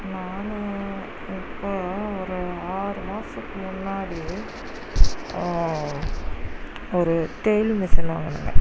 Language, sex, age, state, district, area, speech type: Tamil, female, 30-45, Tamil Nadu, Dharmapuri, rural, spontaneous